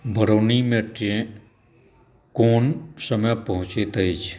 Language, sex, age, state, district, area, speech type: Maithili, male, 60+, Bihar, Saharsa, urban, read